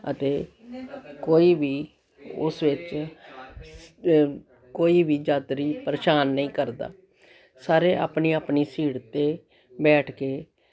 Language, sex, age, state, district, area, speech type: Punjabi, female, 60+, Punjab, Jalandhar, urban, spontaneous